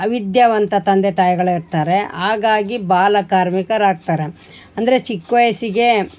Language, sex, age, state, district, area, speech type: Kannada, female, 45-60, Karnataka, Vijayanagara, rural, spontaneous